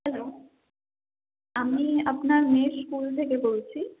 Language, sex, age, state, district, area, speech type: Bengali, female, 30-45, West Bengal, Purba Medinipur, rural, conversation